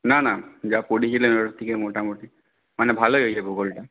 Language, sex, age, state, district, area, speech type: Bengali, male, 18-30, West Bengal, Purulia, urban, conversation